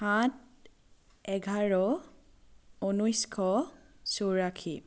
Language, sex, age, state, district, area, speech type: Assamese, female, 30-45, Assam, Charaideo, rural, spontaneous